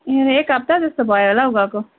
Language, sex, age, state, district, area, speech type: Nepali, female, 30-45, West Bengal, Darjeeling, rural, conversation